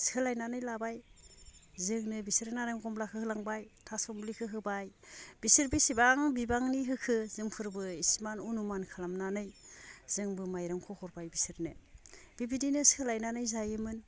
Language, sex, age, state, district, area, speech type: Bodo, female, 45-60, Assam, Baksa, rural, spontaneous